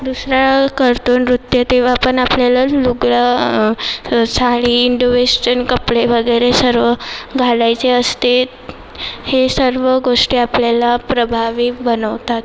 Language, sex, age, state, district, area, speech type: Marathi, female, 18-30, Maharashtra, Nagpur, urban, spontaneous